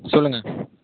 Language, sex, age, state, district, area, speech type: Tamil, male, 30-45, Tamil Nadu, Tiruvarur, urban, conversation